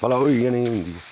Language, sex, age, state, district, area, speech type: Dogri, male, 45-60, Jammu and Kashmir, Udhampur, rural, spontaneous